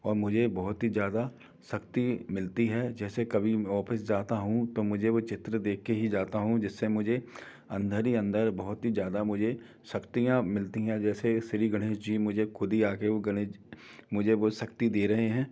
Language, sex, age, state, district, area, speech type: Hindi, male, 45-60, Madhya Pradesh, Gwalior, urban, spontaneous